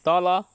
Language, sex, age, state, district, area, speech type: Nepali, male, 30-45, West Bengal, Kalimpong, rural, read